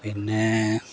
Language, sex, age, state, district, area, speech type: Malayalam, male, 45-60, Kerala, Kasaragod, rural, spontaneous